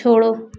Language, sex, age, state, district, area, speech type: Hindi, female, 18-30, Uttar Pradesh, Azamgarh, urban, read